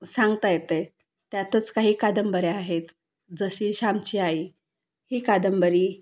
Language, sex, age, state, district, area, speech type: Marathi, female, 30-45, Maharashtra, Wardha, urban, spontaneous